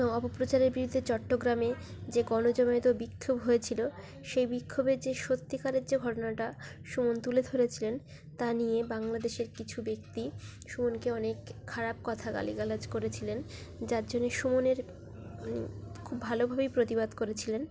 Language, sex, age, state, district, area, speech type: Bengali, female, 30-45, West Bengal, Dakshin Dinajpur, urban, spontaneous